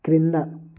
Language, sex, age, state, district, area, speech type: Telugu, male, 18-30, Telangana, Mancherial, rural, read